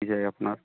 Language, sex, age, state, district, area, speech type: Bengali, male, 18-30, West Bengal, Uttar Dinajpur, urban, conversation